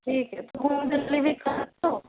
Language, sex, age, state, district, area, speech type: Urdu, female, 30-45, Delhi, South Delhi, rural, conversation